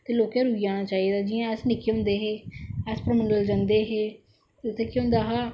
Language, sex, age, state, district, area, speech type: Dogri, female, 45-60, Jammu and Kashmir, Samba, rural, spontaneous